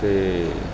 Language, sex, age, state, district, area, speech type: Punjabi, male, 30-45, Punjab, Gurdaspur, urban, spontaneous